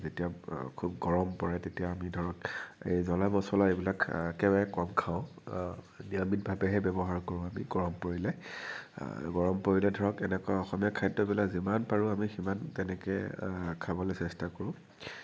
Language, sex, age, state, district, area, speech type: Assamese, male, 18-30, Assam, Nagaon, rural, spontaneous